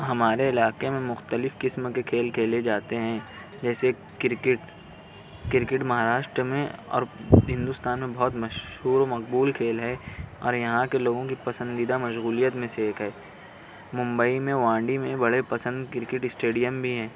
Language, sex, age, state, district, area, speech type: Urdu, male, 45-60, Maharashtra, Nashik, urban, spontaneous